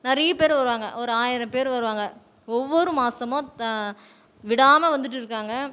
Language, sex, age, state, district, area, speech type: Tamil, female, 30-45, Tamil Nadu, Tiruvannamalai, rural, spontaneous